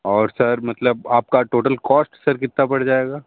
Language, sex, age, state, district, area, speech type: Hindi, male, 18-30, Uttar Pradesh, Sonbhadra, rural, conversation